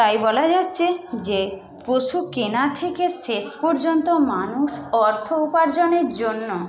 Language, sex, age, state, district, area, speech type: Bengali, female, 30-45, West Bengal, Paschim Medinipur, rural, spontaneous